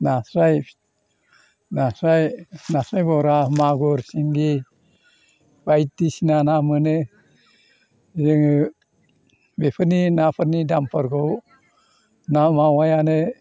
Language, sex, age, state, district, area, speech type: Bodo, male, 60+, Assam, Chirang, rural, spontaneous